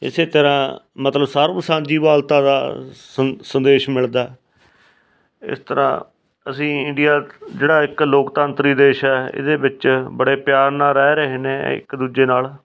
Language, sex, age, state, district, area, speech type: Punjabi, male, 45-60, Punjab, Fatehgarh Sahib, rural, spontaneous